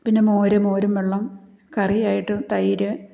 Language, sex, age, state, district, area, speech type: Malayalam, female, 45-60, Kerala, Malappuram, rural, spontaneous